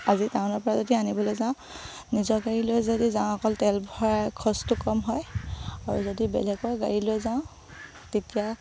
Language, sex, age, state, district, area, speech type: Assamese, female, 18-30, Assam, Sivasagar, rural, spontaneous